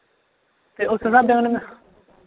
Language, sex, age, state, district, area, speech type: Dogri, male, 18-30, Jammu and Kashmir, Reasi, rural, conversation